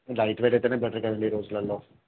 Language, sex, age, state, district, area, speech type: Telugu, male, 30-45, Telangana, Karimnagar, rural, conversation